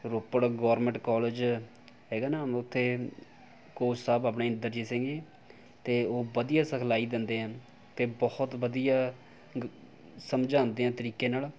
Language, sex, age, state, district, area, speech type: Punjabi, male, 18-30, Punjab, Rupnagar, urban, spontaneous